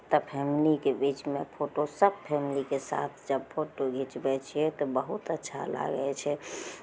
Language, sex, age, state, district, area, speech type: Maithili, female, 30-45, Bihar, Araria, rural, spontaneous